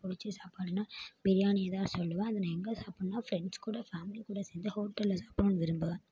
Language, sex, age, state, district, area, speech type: Tamil, female, 18-30, Tamil Nadu, Mayiladuthurai, urban, spontaneous